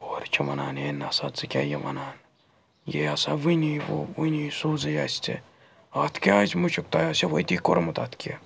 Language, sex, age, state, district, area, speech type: Kashmiri, male, 45-60, Jammu and Kashmir, Srinagar, urban, spontaneous